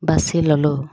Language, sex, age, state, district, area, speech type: Assamese, female, 30-45, Assam, Dibrugarh, rural, spontaneous